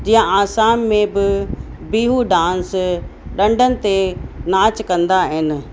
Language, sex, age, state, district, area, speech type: Sindhi, female, 45-60, Uttar Pradesh, Lucknow, rural, spontaneous